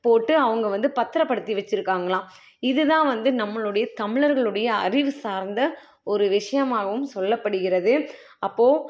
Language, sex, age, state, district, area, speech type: Tamil, female, 30-45, Tamil Nadu, Salem, urban, spontaneous